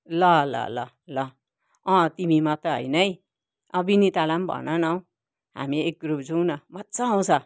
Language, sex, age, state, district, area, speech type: Nepali, female, 60+, West Bengal, Kalimpong, rural, spontaneous